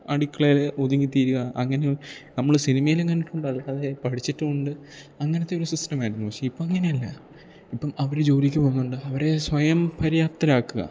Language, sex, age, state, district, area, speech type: Malayalam, male, 18-30, Kerala, Idukki, rural, spontaneous